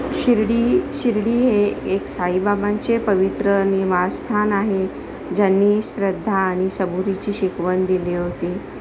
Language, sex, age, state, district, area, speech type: Marathi, female, 45-60, Maharashtra, Palghar, urban, spontaneous